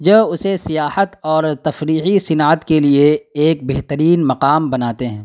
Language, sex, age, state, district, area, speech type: Urdu, male, 30-45, Bihar, Darbhanga, urban, spontaneous